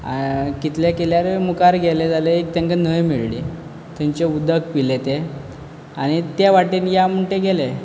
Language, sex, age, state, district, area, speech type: Goan Konkani, male, 18-30, Goa, Quepem, rural, spontaneous